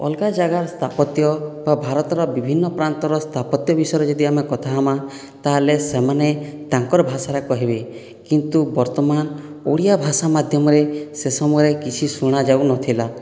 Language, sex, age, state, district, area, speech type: Odia, male, 45-60, Odisha, Boudh, rural, spontaneous